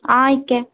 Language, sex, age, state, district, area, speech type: Dogri, female, 30-45, Jammu and Kashmir, Udhampur, urban, conversation